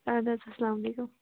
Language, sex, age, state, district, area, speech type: Kashmiri, female, 30-45, Jammu and Kashmir, Budgam, rural, conversation